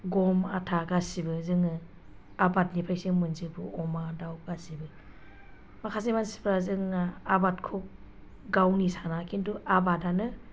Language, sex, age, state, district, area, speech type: Bodo, female, 30-45, Assam, Chirang, rural, spontaneous